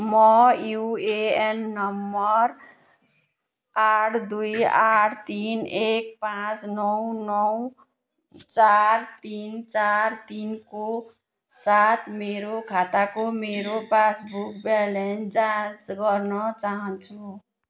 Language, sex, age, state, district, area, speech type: Nepali, female, 30-45, West Bengal, Jalpaiguri, rural, read